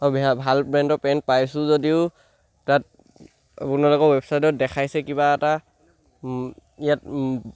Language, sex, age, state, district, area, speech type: Assamese, male, 18-30, Assam, Sivasagar, rural, spontaneous